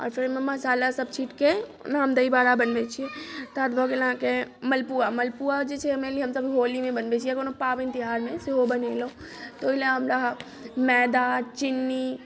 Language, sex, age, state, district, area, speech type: Maithili, female, 30-45, Bihar, Madhubani, rural, spontaneous